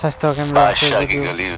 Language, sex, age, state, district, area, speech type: Assamese, male, 18-30, Assam, Barpeta, rural, spontaneous